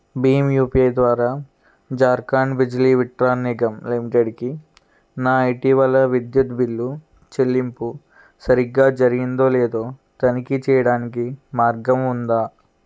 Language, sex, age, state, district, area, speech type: Telugu, male, 18-30, Andhra Pradesh, N T Rama Rao, rural, read